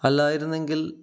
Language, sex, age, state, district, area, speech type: Malayalam, male, 30-45, Kerala, Kannur, rural, spontaneous